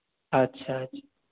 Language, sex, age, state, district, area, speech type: Urdu, male, 18-30, Delhi, South Delhi, urban, conversation